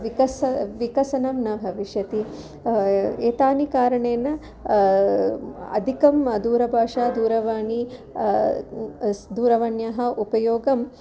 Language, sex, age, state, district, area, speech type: Sanskrit, female, 45-60, Tamil Nadu, Kanyakumari, urban, spontaneous